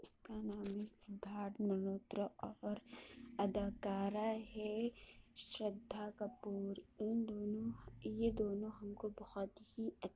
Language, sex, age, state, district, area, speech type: Urdu, female, 60+, Uttar Pradesh, Lucknow, urban, spontaneous